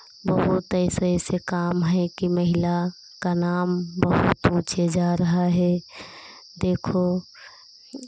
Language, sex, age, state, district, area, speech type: Hindi, female, 30-45, Uttar Pradesh, Pratapgarh, rural, spontaneous